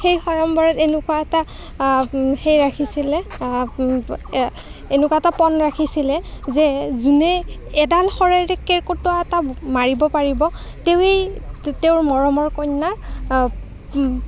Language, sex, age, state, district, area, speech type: Assamese, female, 30-45, Assam, Nagaon, rural, spontaneous